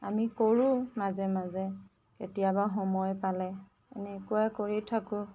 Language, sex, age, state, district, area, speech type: Assamese, female, 30-45, Assam, Golaghat, urban, spontaneous